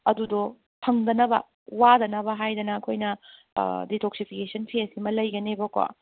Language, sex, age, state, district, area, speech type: Manipuri, female, 30-45, Manipur, Kangpokpi, urban, conversation